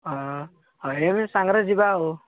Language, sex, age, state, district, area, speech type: Odia, male, 18-30, Odisha, Koraput, urban, conversation